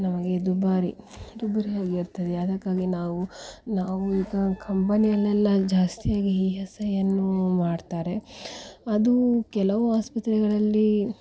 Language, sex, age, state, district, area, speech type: Kannada, female, 18-30, Karnataka, Dakshina Kannada, rural, spontaneous